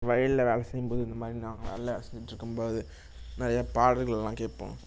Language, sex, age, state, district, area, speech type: Tamil, male, 18-30, Tamil Nadu, Nagapattinam, rural, spontaneous